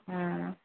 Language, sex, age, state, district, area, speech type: Maithili, female, 45-60, Bihar, Madhepura, rural, conversation